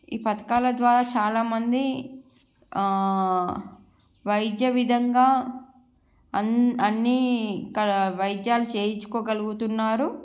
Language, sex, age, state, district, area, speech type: Telugu, female, 18-30, Andhra Pradesh, Srikakulam, urban, spontaneous